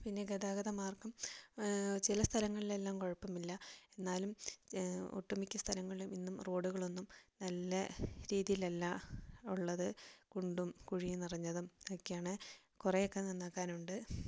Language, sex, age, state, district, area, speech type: Malayalam, female, 18-30, Kerala, Wayanad, rural, spontaneous